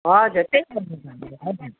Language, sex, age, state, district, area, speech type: Nepali, female, 60+, West Bengal, Kalimpong, rural, conversation